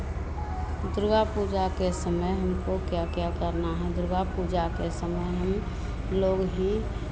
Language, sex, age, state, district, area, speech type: Hindi, female, 45-60, Bihar, Begusarai, rural, spontaneous